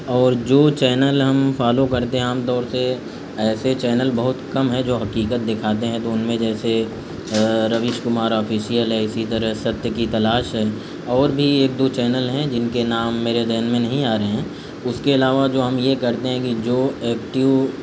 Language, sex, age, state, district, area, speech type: Urdu, male, 30-45, Uttar Pradesh, Azamgarh, rural, spontaneous